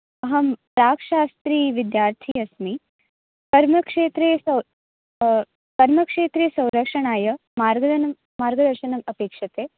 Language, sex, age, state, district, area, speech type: Sanskrit, female, 18-30, Maharashtra, Sangli, rural, conversation